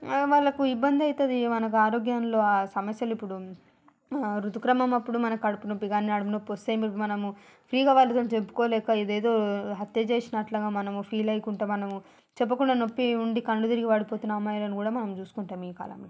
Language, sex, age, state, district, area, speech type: Telugu, female, 45-60, Telangana, Hyderabad, rural, spontaneous